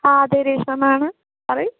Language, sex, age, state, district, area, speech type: Malayalam, female, 18-30, Kerala, Palakkad, rural, conversation